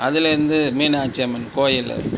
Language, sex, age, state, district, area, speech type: Tamil, male, 60+, Tamil Nadu, Dharmapuri, rural, spontaneous